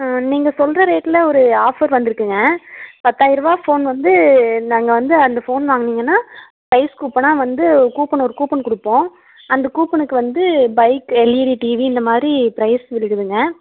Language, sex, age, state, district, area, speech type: Tamil, female, 18-30, Tamil Nadu, Coimbatore, rural, conversation